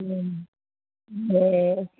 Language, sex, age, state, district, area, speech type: Nepali, female, 60+, West Bengal, Jalpaiguri, rural, conversation